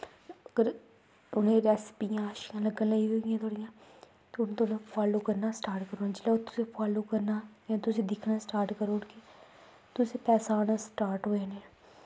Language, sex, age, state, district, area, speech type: Dogri, female, 18-30, Jammu and Kashmir, Kathua, rural, spontaneous